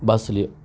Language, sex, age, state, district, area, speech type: Tamil, male, 45-60, Tamil Nadu, Perambalur, rural, spontaneous